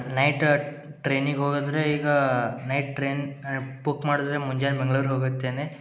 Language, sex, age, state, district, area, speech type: Kannada, male, 18-30, Karnataka, Gulbarga, urban, spontaneous